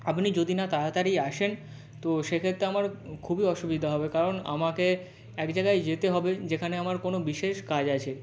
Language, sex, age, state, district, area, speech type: Bengali, male, 45-60, West Bengal, Nadia, rural, spontaneous